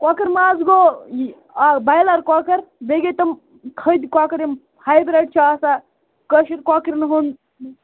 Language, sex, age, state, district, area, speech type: Kashmiri, female, 45-60, Jammu and Kashmir, Bandipora, urban, conversation